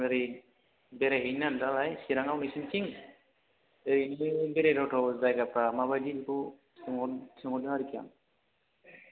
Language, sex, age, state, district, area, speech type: Bodo, male, 45-60, Assam, Chirang, rural, conversation